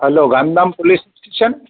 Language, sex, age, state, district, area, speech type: Sindhi, male, 60+, Gujarat, Kutch, rural, conversation